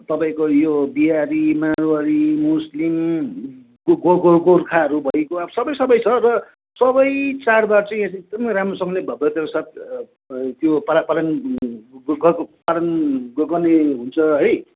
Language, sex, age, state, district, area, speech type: Nepali, male, 45-60, West Bengal, Darjeeling, rural, conversation